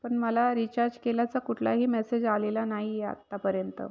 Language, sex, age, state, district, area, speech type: Marathi, female, 30-45, Maharashtra, Nashik, urban, spontaneous